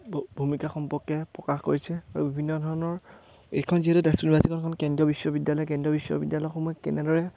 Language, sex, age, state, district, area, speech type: Assamese, male, 18-30, Assam, Majuli, urban, spontaneous